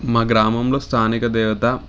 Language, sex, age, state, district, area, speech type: Telugu, male, 18-30, Telangana, Sangareddy, rural, spontaneous